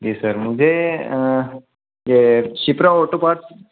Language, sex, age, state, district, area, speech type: Hindi, male, 18-30, Madhya Pradesh, Ujjain, rural, conversation